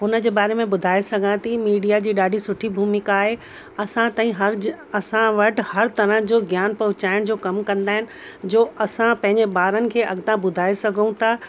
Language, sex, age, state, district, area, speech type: Sindhi, female, 30-45, Uttar Pradesh, Lucknow, urban, spontaneous